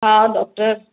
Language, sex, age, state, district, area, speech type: Sindhi, female, 45-60, Maharashtra, Mumbai Suburban, urban, conversation